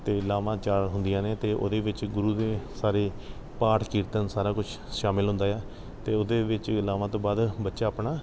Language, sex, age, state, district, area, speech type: Punjabi, male, 30-45, Punjab, Kapurthala, urban, spontaneous